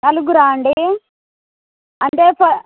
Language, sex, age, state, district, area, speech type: Telugu, female, 18-30, Telangana, Hyderabad, rural, conversation